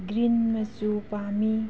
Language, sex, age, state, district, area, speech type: Manipuri, female, 30-45, Manipur, Imphal East, rural, spontaneous